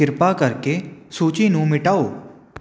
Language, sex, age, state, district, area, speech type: Punjabi, male, 18-30, Punjab, Kapurthala, urban, read